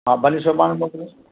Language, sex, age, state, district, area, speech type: Sindhi, male, 60+, Delhi, South Delhi, rural, conversation